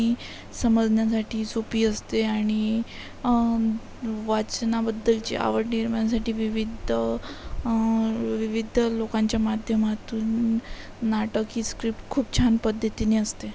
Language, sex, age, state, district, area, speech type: Marathi, female, 18-30, Maharashtra, Amravati, rural, spontaneous